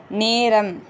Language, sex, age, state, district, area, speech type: Tamil, female, 18-30, Tamil Nadu, Ranipet, rural, read